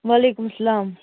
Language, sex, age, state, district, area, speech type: Kashmiri, female, 18-30, Jammu and Kashmir, Baramulla, rural, conversation